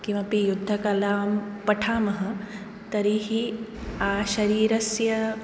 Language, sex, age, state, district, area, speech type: Sanskrit, female, 18-30, Maharashtra, Nagpur, urban, spontaneous